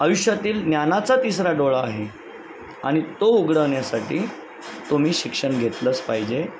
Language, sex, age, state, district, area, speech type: Marathi, male, 30-45, Maharashtra, Palghar, urban, spontaneous